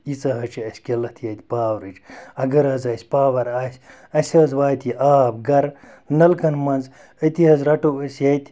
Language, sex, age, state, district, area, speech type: Kashmiri, male, 30-45, Jammu and Kashmir, Bandipora, rural, spontaneous